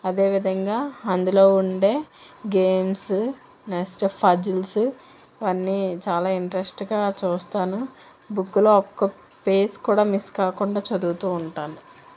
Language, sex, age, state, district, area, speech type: Telugu, female, 18-30, Telangana, Mancherial, rural, spontaneous